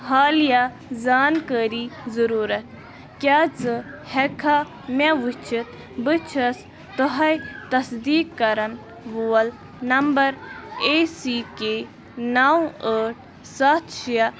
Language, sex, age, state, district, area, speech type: Kashmiri, female, 18-30, Jammu and Kashmir, Bandipora, rural, read